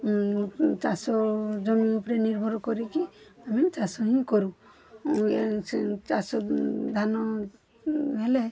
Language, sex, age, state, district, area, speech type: Odia, female, 45-60, Odisha, Balasore, rural, spontaneous